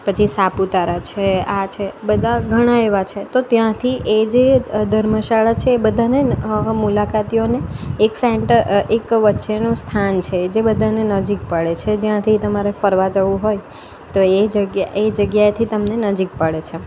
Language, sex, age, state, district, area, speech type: Gujarati, female, 18-30, Gujarat, Valsad, rural, spontaneous